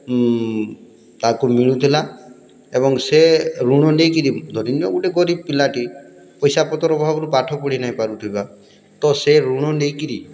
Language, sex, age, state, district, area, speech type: Odia, male, 60+, Odisha, Boudh, rural, spontaneous